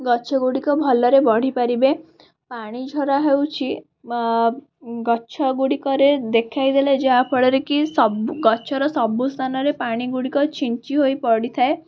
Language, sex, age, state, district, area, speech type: Odia, female, 18-30, Odisha, Cuttack, urban, spontaneous